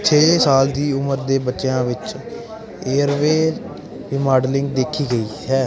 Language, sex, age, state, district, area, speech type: Punjabi, male, 18-30, Punjab, Ludhiana, urban, read